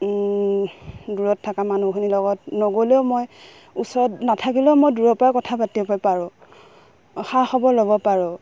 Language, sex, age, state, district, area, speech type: Assamese, female, 30-45, Assam, Udalguri, rural, spontaneous